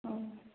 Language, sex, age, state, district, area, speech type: Bodo, female, 30-45, Assam, Kokrajhar, rural, conversation